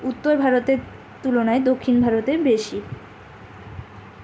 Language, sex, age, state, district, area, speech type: Bengali, female, 30-45, West Bengal, Purulia, urban, spontaneous